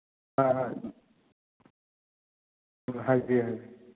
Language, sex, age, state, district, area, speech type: Manipuri, male, 45-60, Manipur, Churachandpur, rural, conversation